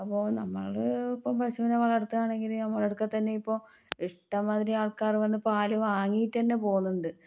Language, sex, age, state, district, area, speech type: Malayalam, female, 30-45, Kerala, Kannur, rural, spontaneous